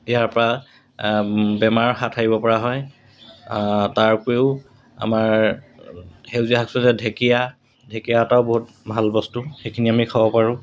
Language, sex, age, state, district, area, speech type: Assamese, male, 45-60, Assam, Golaghat, urban, spontaneous